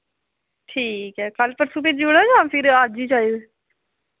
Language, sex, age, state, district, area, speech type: Dogri, female, 30-45, Jammu and Kashmir, Samba, rural, conversation